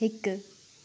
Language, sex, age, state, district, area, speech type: Sindhi, female, 18-30, Gujarat, Junagadh, rural, read